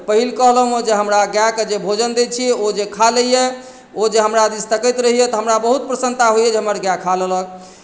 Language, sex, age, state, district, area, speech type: Maithili, female, 60+, Bihar, Madhubani, urban, spontaneous